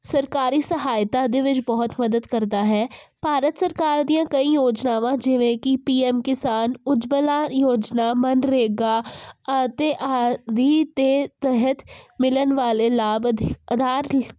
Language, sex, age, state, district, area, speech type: Punjabi, female, 18-30, Punjab, Kapurthala, urban, spontaneous